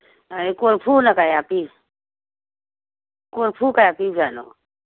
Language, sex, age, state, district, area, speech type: Manipuri, female, 45-60, Manipur, Imphal East, rural, conversation